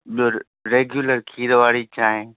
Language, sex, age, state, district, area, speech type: Sindhi, male, 45-60, Gujarat, Kutch, rural, conversation